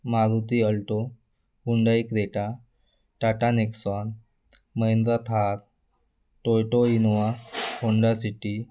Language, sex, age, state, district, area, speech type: Marathi, male, 30-45, Maharashtra, Wardha, rural, spontaneous